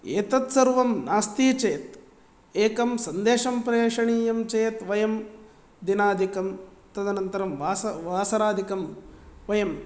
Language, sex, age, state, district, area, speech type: Sanskrit, male, 18-30, Karnataka, Dakshina Kannada, rural, spontaneous